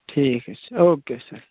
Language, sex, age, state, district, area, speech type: Kashmiri, male, 18-30, Jammu and Kashmir, Kupwara, urban, conversation